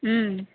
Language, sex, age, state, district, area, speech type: Tamil, female, 60+, Tamil Nadu, Tenkasi, urban, conversation